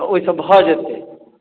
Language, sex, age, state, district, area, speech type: Maithili, male, 30-45, Bihar, Darbhanga, rural, conversation